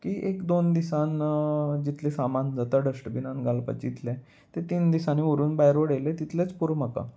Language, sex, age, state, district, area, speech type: Goan Konkani, male, 18-30, Goa, Salcete, urban, spontaneous